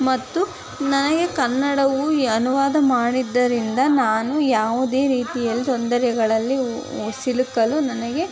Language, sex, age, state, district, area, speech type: Kannada, female, 18-30, Karnataka, Chitradurga, rural, spontaneous